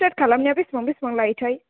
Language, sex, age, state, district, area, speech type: Bodo, female, 18-30, Assam, Kokrajhar, rural, conversation